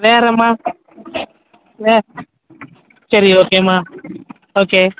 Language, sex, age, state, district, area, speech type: Tamil, male, 18-30, Tamil Nadu, Tiruchirappalli, rural, conversation